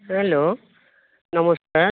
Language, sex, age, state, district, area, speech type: Assamese, female, 45-60, Assam, Goalpara, urban, conversation